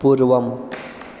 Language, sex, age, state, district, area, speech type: Sanskrit, male, 18-30, Maharashtra, Pune, urban, read